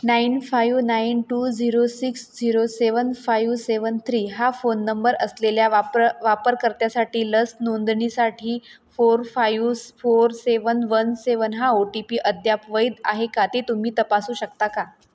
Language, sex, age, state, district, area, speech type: Marathi, female, 30-45, Maharashtra, Nagpur, rural, read